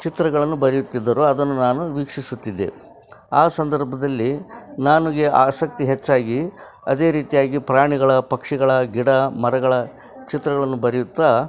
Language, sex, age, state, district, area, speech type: Kannada, male, 60+, Karnataka, Koppal, rural, spontaneous